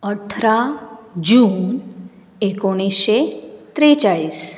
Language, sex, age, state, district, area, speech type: Goan Konkani, female, 30-45, Goa, Bardez, urban, spontaneous